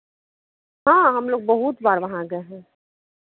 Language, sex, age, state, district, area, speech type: Hindi, female, 45-60, Bihar, Madhepura, rural, conversation